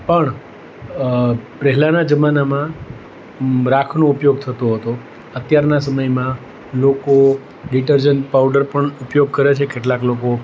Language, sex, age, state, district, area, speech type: Gujarati, male, 45-60, Gujarat, Rajkot, urban, spontaneous